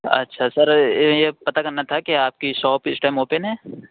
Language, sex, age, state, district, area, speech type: Urdu, male, 18-30, Uttar Pradesh, Lucknow, urban, conversation